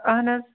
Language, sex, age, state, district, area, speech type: Kashmiri, female, 18-30, Jammu and Kashmir, Baramulla, rural, conversation